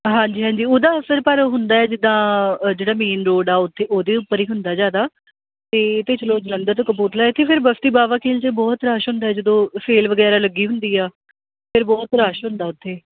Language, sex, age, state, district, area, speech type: Punjabi, female, 30-45, Punjab, Kapurthala, urban, conversation